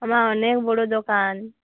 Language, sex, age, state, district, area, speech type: Bengali, female, 45-60, West Bengal, Uttar Dinajpur, urban, conversation